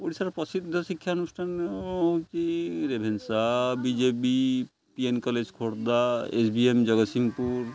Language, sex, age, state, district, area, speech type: Odia, male, 45-60, Odisha, Jagatsinghpur, urban, spontaneous